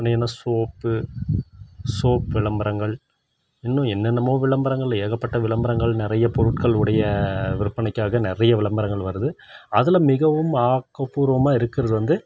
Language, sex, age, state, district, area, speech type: Tamil, male, 30-45, Tamil Nadu, Krishnagiri, rural, spontaneous